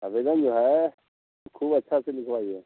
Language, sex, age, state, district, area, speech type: Hindi, male, 60+, Bihar, Samastipur, urban, conversation